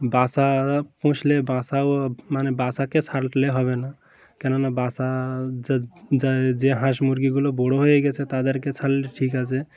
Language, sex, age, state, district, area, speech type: Bengali, male, 18-30, West Bengal, Uttar Dinajpur, urban, spontaneous